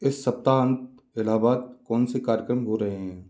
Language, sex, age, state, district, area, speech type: Hindi, male, 30-45, Madhya Pradesh, Gwalior, rural, read